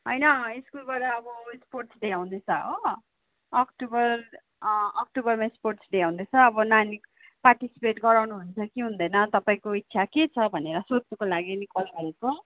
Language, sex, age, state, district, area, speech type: Nepali, female, 30-45, West Bengal, Kalimpong, rural, conversation